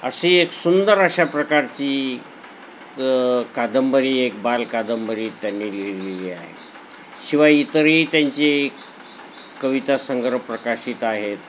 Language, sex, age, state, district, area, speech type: Marathi, male, 60+, Maharashtra, Nanded, urban, spontaneous